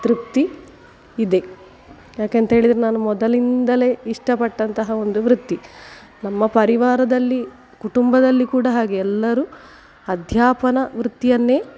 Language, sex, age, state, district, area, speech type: Kannada, female, 45-60, Karnataka, Dakshina Kannada, rural, spontaneous